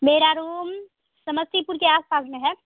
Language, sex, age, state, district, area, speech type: Hindi, female, 18-30, Bihar, Samastipur, urban, conversation